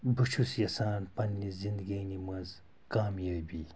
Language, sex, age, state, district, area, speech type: Kashmiri, male, 30-45, Jammu and Kashmir, Bandipora, rural, spontaneous